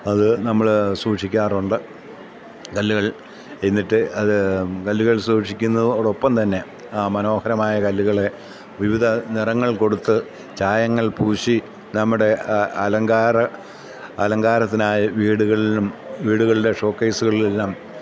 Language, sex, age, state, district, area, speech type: Malayalam, male, 45-60, Kerala, Kottayam, rural, spontaneous